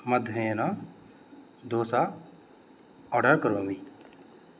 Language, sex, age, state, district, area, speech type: Sanskrit, male, 18-30, West Bengal, Cooch Behar, rural, spontaneous